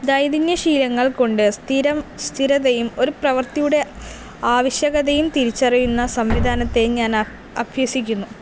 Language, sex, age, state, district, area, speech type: Malayalam, female, 18-30, Kerala, Palakkad, rural, spontaneous